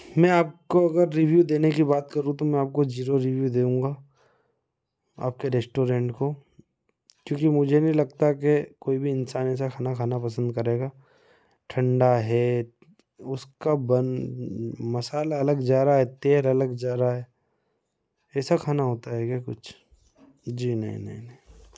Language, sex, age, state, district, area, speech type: Hindi, male, 30-45, Madhya Pradesh, Ujjain, rural, spontaneous